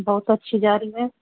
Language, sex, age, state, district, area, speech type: Urdu, female, 45-60, Bihar, Gaya, urban, conversation